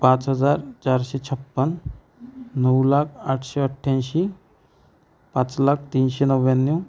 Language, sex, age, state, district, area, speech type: Marathi, female, 30-45, Maharashtra, Amravati, rural, spontaneous